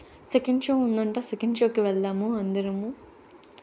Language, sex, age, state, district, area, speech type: Telugu, female, 30-45, Andhra Pradesh, Chittoor, rural, spontaneous